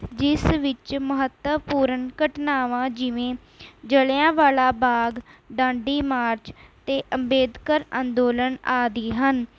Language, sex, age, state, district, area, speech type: Punjabi, female, 18-30, Punjab, Mohali, urban, spontaneous